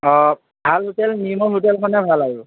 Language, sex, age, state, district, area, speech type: Assamese, male, 18-30, Assam, Morigaon, rural, conversation